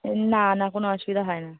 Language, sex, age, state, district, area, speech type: Bengali, female, 30-45, West Bengal, Darjeeling, urban, conversation